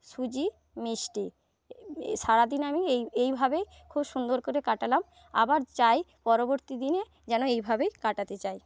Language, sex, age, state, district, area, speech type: Bengali, female, 30-45, West Bengal, Paschim Medinipur, rural, spontaneous